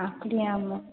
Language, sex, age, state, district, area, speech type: Tamil, female, 30-45, Tamil Nadu, Thoothukudi, rural, conversation